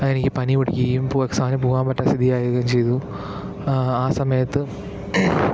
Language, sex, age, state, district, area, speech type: Malayalam, male, 18-30, Kerala, Palakkad, rural, spontaneous